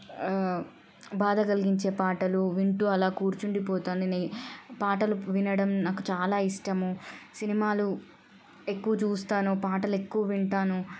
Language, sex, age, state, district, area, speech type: Telugu, female, 18-30, Telangana, Siddipet, urban, spontaneous